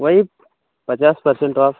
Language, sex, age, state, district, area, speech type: Hindi, male, 30-45, Uttar Pradesh, Pratapgarh, rural, conversation